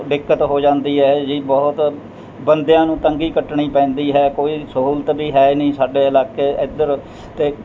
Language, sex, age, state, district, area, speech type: Punjabi, male, 60+, Punjab, Mohali, rural, spontaneous